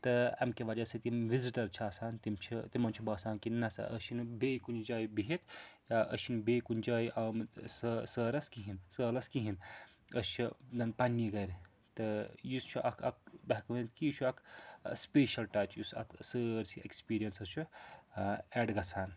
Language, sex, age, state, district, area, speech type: Kashmiri, male, 45-60, Jammu and Kashmir, Srinagar, urban, spontaneous